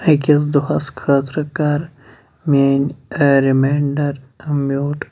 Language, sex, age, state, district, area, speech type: Kashmiri, male, 30-45, Jammu and Kashmir, Shopian, rural, read